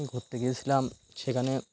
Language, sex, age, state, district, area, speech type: Bengali, male, 45-60, West Bengal, Birbhum, urban, spontaneous